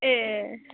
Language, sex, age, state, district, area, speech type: Bodo, female, 30-45, Assam, Chirang, urban, conversation